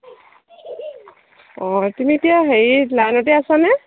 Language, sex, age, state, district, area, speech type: Assamese, female, 45-60, Assam, Morigaon, rural, conversation